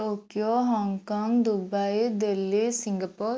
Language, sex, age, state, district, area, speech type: Odia, female, 18-30, Odisha, Bhadrak, rural, spontaneous